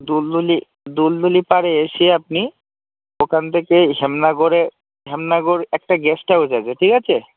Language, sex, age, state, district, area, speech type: Bengali, male, 45-60, West Bengal, North 24 Parganas, rural, conversation